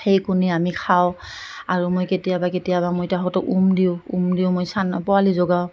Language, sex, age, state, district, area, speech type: Assamese, female, 45-60, Assam, Goalpara, urban, spontaneous